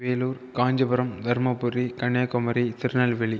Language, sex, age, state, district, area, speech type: Tamil, male, 18-30, Tamil Nadu, Viluppuram, urban, spontaneous